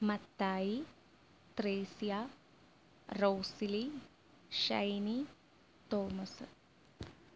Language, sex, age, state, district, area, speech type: Malayalam, female, 18-30, Kerala, Ernakulam, rural, spontaneous